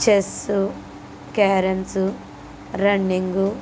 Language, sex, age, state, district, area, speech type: Telugu, female, 45-60, Andhra Pradesh, N T Rama Rao, urban, spontaneous